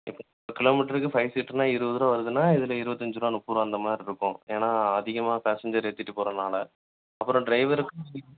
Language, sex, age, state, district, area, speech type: Tamil, male, 18-30, Tamil Nadu, Thoothukudi, rural, conversation